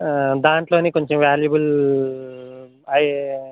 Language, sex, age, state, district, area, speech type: Telugu, male, 18-30, Telangana, Khammam, urban, conversation